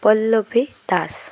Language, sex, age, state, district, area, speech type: Assamese, female, 18-30, Assam, Sonitpur, rural, spontaneous